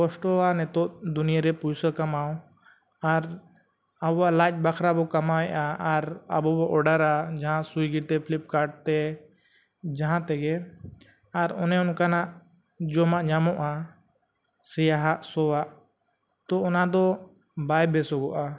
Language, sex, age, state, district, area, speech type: Santali, male, 18-30, Jharkhand, East Singhbhum, rural, spontaneous